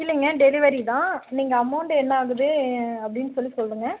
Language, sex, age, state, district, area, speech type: Tamil, female, 30-45, Tamil Nadu, Dharmapuri, rural, conversation